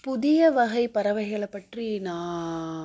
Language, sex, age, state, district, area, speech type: Tamil, female, 45-60, Tamil Nadu, Madurai, urban, spontaneous